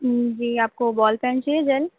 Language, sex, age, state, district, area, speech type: Urdu, female, 18-30, Uttar Pradesh, Gautam Buddha Nagar, urban, conversation